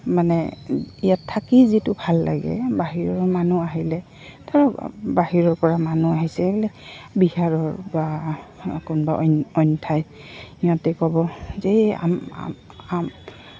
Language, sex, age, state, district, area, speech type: Assamese, female, 45-60, Assam, Goalpara, urban, spontaneous